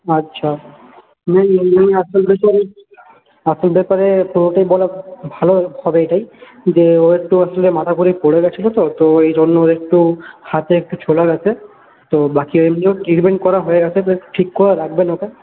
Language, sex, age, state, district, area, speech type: Bengali, male, 18-30, West Bengal, Paschim Bardhaman, rural, conversation